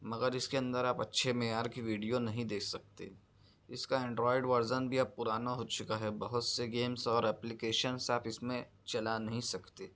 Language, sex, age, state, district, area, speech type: Urdu, male, 45-60, Maharashtra, Nashik, urban, spontaneous